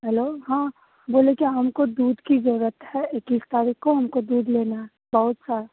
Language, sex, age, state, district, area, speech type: Hindi, female, 18-30, Bihar, Begusarai, rural, conversation